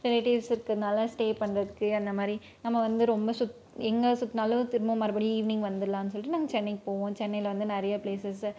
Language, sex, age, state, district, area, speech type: Tamil, female, 18-30, Tamil Nadu, Krishnagiri, rural, spontaneous